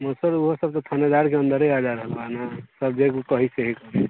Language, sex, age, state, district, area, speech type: Maithili, male, 30-45, Bihar, Sitamarhi, rural, conversation